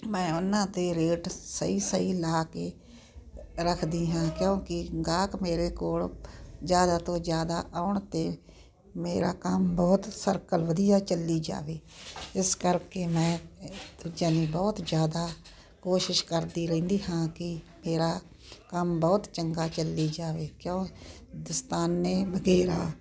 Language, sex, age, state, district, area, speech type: Punjabi, female, 60+, Punjab, Muktsar, urban, spontaneous